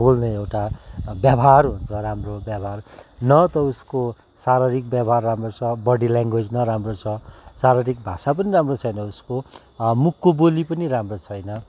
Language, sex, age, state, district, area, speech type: Nepali, male, 45-60, West Bengal, Kalimpong, rural, spontaneous